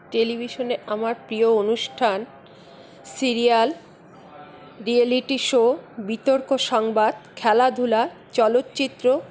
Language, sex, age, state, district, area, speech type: Bengali, female, 45-60, West Bengal, Paschim Bardhaman, urban, spontaneous